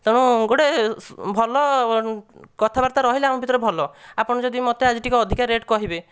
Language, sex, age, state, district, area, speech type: Odia, male, 30-45, Odisha, Dhenkanal, rural, spontaneous